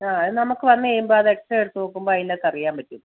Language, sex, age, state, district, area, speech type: Malayalam, female, 30-45, Kerala, Idukki, rural, conversation